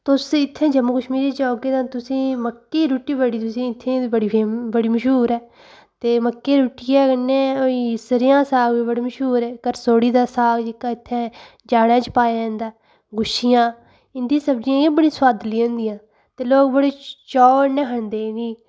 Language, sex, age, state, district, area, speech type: Dogri, female, 30-45, Jammu and Kashmir, Udhampur, urban, spontaneous